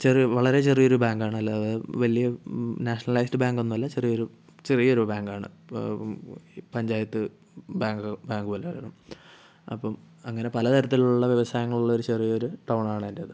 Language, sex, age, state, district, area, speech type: Malayalam, male, 18-30, Kerala, Wayanad, rural, spontaneous